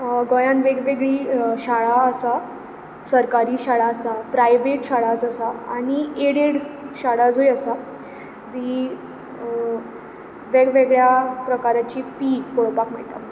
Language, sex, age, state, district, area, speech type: Goan Konkani, female, 18-30, Goa, Ponda, rural, spontaneous